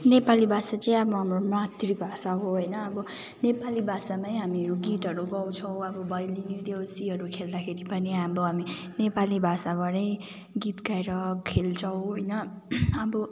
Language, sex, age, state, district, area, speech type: Nepali, female, 18-30, West Bengal, Kalimpong, rural, spontaneous